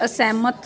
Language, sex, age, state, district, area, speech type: Punjabi, female, 30-45, Punjab, Patiala, urban, read